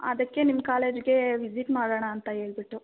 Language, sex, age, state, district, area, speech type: Kannada, female, 18-30, Karnataka, Bangalore Rural, rural, conversation